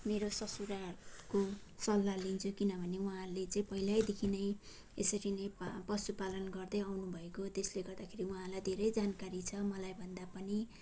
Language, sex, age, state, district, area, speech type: Nepali, female, 30-45, West Bengal, Jalpaiguri, urban, spontaneous